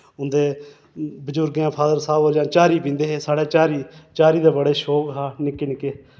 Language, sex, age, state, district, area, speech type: Dogri, male, 30-45, Jammu and Kashmir, Reasi, urban, spontaneous